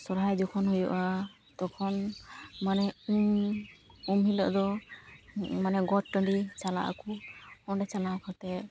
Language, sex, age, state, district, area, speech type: Santali, female, 18-30, West Bengal, Malda, rural, spontaneous